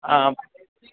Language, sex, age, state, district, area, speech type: Sanskrit, male, 60+, Karnataka, Vijayapura, urban, conversation